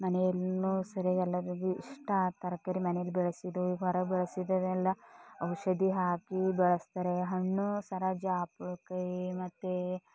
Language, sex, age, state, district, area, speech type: Kannada, female, 45-60, Karnataka, Bidar, rural, spontaneous